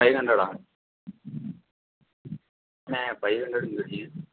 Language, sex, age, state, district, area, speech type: Tamil, male, 18-30, Tamil Nadu, Sivaganga, rural, conversation